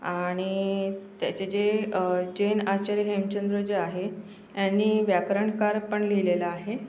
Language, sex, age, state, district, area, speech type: Marathi, female, 18-30, Maharashtra, Akola, urban, spontaneous